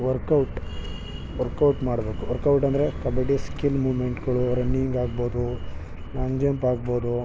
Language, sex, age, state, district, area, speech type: Kannada, male, 18-30, Karnataka, Mandya, urban, spontaneous